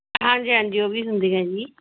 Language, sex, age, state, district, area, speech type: Punjabi, female, 18-30, Punjab, Moga, rural, conversation